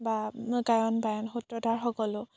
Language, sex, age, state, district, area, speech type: Assamese, female, 18-30, Assam, Biswanath, rural, spontaneous